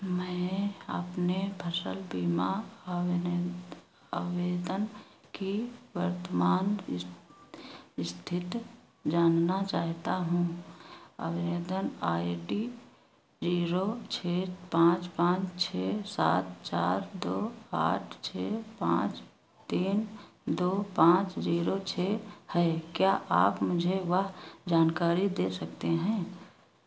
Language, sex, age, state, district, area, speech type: Hindi, female, 60+, Uttar Pradesh, Sitapur, rural, read